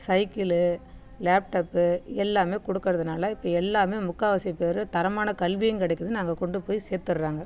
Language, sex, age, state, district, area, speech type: Tamil, female, 60+, Tamil Nadu, Kallakurichi, rural, spontaneous